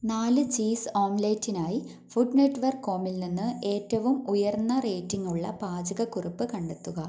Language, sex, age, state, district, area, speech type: Malayalam, female, 18-30, Kerala, Wayanad, rural, read